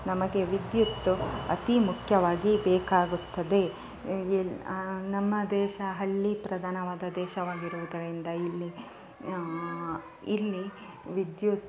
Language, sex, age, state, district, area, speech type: Kannada, female, 30-45, Karnataka, Chikkamagaluru, rural, spontaneous